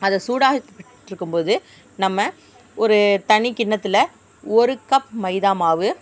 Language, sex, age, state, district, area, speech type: Tamil, female, 30-45, Tamil Nadu, Tiruvarur, rural, spontaneous